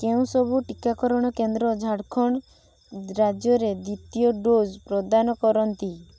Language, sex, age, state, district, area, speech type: Odia, female, 18-30, Odisha, Balasore, rural, read